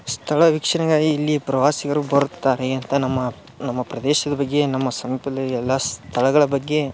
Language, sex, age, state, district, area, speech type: Kannada, male, 18-30, Karnataka, Dharwad, rural, spontaneous